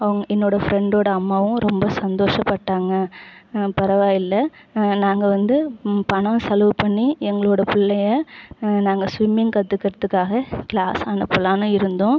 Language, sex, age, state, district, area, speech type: Tamil, female, 30-45, Tamil Nadu, Ariyalur, rural, spontaneous